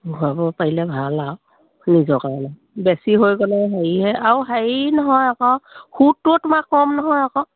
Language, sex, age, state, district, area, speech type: Assamese, female, 45-60, Assam, Sivasagar, rural, conversation